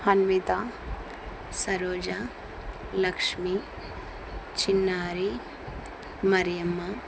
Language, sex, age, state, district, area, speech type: Telugu, female, 45-60, Andhra Pradesh, Kurnool, rural, spontaneous